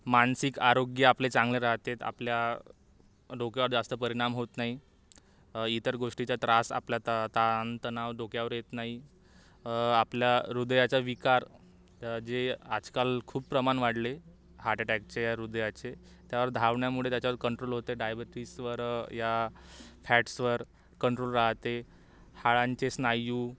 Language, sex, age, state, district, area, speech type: Marathi, male, 18-30, Maharashtra, Wardha, urban, spontaneous